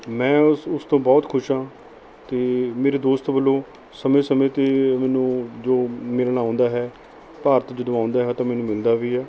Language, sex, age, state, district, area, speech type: Punjabi, male, 30-45, Punjab, Mohali, rural, spontaneous